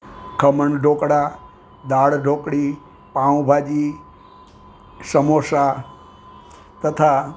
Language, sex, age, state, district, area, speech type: Gujarati, male, 60+, Gujarat, Junagadh, urban, spontaneous